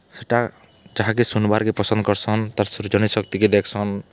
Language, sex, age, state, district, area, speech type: Odia, male, 18-30, Odisha, Balangir, urban, spontaneous